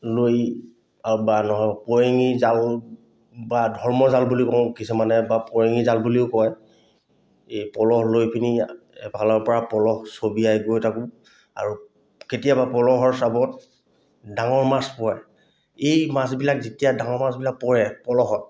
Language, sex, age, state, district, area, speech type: Assamese, male, 45-60, Assam, Dhemaji, rural, spontaneous